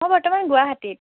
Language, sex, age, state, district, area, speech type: Assamese, female, 30-45, Assam, Biswanath, rural, conversation